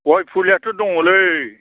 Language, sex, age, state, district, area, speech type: Bodo, male, 60+, Assam, Chirang, rural, conversation